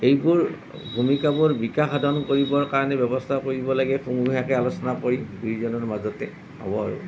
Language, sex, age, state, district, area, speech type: Assamese, male, 45-60, Assam, Nalbari, rural, spontaneous